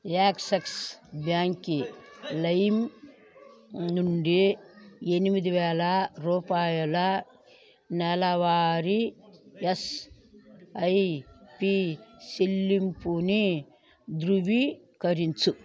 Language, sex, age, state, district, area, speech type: Telugu, female, 60+, Andhra Pradesh, Sri Balaji, urban, read